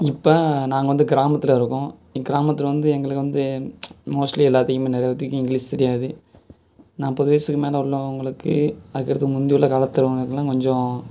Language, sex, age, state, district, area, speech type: Tamil, male, 18-30, Tamil Nadu, Virudhunagar, rural, spontaneous